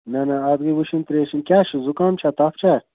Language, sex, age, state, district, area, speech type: Kashmiri, male, 60+, Jammu and Kashmir, Budgam, rural, conversation